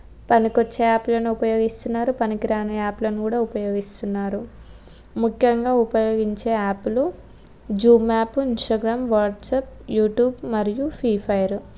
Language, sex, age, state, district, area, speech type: Telugu, female, 18-30, Telangana, Suryapet, urban, spontaneous